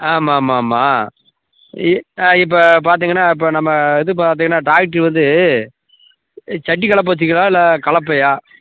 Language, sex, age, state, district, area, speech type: Tamil, male, 45-60, Tamil Nadu, Theni, rural, conversation